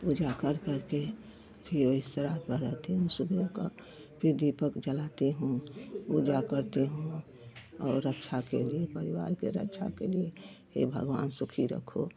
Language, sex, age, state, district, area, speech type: Hindi, female, 60+, Uttar Pradesh, Mau, rural, spontaneous